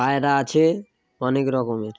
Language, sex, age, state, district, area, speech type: Bengali, male, 18-30, West Bengal, Birbhum, urban, spontaneous